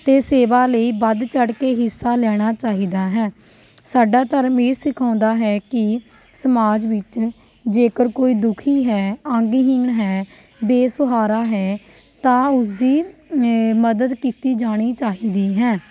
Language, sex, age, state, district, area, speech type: Punjabi, female, 18-30, Punjab, Shaheed Bhagat Singh Nagar, urban, spontaneous